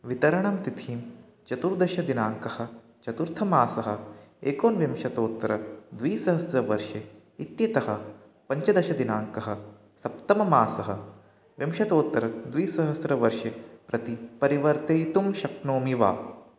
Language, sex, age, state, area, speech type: Sanskrit, male, 18-30, Chhattisgarh, urban, read